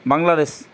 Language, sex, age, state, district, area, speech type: Assamese, male, 60+, Assam, Charaideo, urban, spontaneous